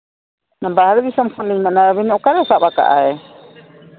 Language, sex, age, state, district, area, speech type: Santali, female, 60+, Odisha, Mayurbhanj, rural, conversation